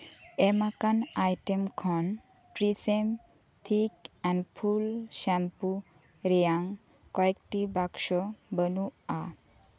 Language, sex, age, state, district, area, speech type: Santali, female, 18-30, West Bengal, Birbhum, rural, read